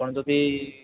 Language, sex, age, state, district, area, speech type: Odia, male, 45-60, Odisha, Kandhamal, rural, conversation